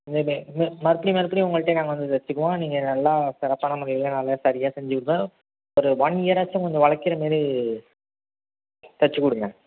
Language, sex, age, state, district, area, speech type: Tamil, male, 30-45, Tamil Nadu, Thanjavur, urban, conversation